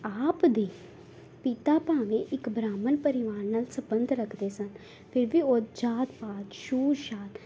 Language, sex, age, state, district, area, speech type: Punjabi, female, 18-30, Punjab, Tarn Taran, urban, spontaneous